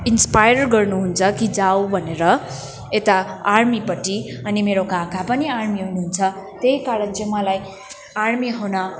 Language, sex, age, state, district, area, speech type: Nepali, female, 18-30, West Bengal, Kalimpong, rural, spontaneous